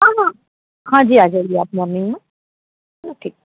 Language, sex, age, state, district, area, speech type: Hindi, female, 30-45, Madhya Pradesh, Ujjain, urban, conversation